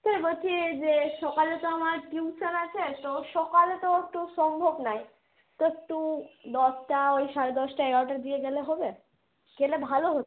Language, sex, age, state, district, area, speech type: Bengali, female, 18-30, West Bengal, Malda, urban, conversation